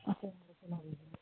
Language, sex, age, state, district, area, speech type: Kannada, female, 30-45, Karnataka, Chitradurga, rural, conversation